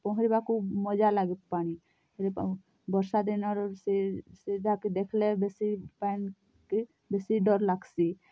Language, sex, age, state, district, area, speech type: Odia, female, 30-45, Odisha, Kalahandi, rural, spontaneous